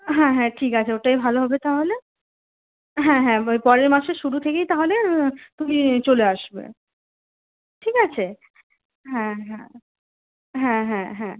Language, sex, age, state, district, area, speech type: Bengali, female, 18-30, West Bengal, Purulia, rural, conversation